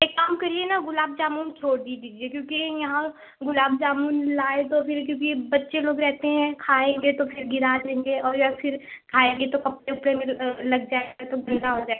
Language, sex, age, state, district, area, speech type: Hindi, female, 18-30, Uttar Pradesh, Prayagraj, urban, conversation